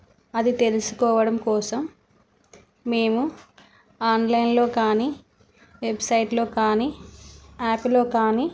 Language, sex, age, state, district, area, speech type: Telugu, female, 30-45, Telangana, Karimnagar, rural, spontaneous